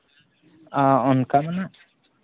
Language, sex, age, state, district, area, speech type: Santali, male, 18-30, Jharkhand, East Singhbhum, rural, conversation